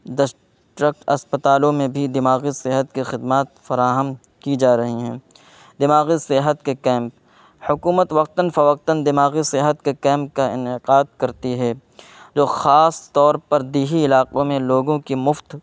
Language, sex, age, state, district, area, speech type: Urdu, male, 18-30, Uttar Pradesh, Saharanpur, urban, spontaneous